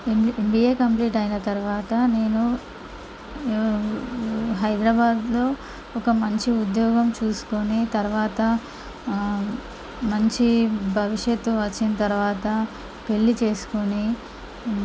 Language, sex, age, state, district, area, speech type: Telugu, female, 18-30, Andhra Pradesh, Visakhapatnam, urban, spontaneous